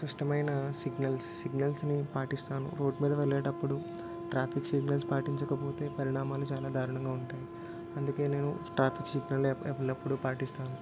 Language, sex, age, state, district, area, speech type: Telugu, male, 18-30, Telangana, Peddapalli, rural, spontaneous